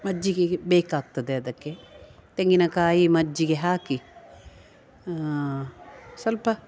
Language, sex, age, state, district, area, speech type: Kannada, female, 45-60, Karnataka, Dakshina Kannada, rural, spontaneous